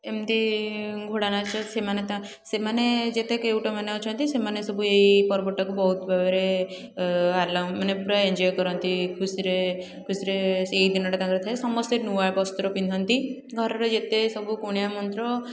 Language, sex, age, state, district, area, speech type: Odia, female, 18-30, Odisha, Puri, urban, spontaneous